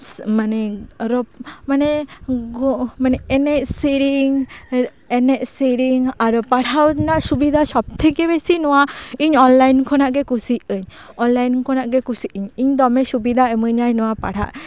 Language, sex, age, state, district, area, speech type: Santali, female, 18-30, West Bengal, Bankura, rural, spontaneous